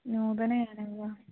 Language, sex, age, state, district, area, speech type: Sanskrit, female, 18-30, Kerala, Idukki, rural, conversation